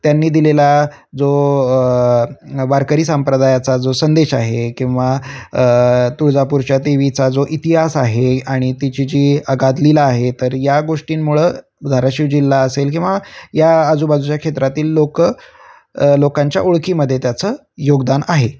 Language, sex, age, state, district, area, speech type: Marathi, male, 30-45, Maharashtra, Osmanabad, rural, spontaneous